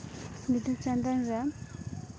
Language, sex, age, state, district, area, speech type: Santali, female, 18-30, West Bengal, Uttar Dinajpur, rural, spontaneous